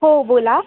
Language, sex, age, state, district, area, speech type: Marathi, female, 18-30, Maharashtra, Thane, urban, conversation